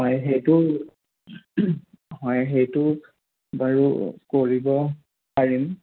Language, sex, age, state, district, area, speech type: Assamese, male, 18-30, Assam, Udalguri, rural, conversation